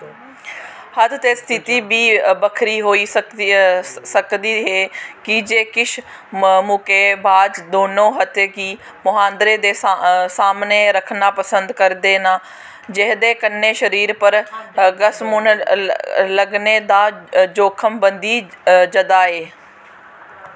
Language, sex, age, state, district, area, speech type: Dogri, female, 18-30, Jammu and Kashmir, Jammu, rural, read